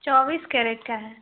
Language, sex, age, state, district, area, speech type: Hindi, female, 18-30, Uttar Pradesh, Ghazipur, urban, conversation